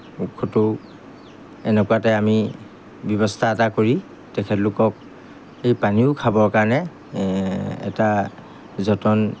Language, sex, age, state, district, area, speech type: Assamese, male, 45-60, Assam, Golaghat, urban, spontaneous